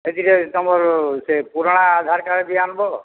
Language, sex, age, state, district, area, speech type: Odia, male, 60+, Odisha, Balangir, urban, conversation